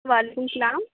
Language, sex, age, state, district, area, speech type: Urdu, female, 18-30, Uttar Pradesh, Aligarh, rural, conversation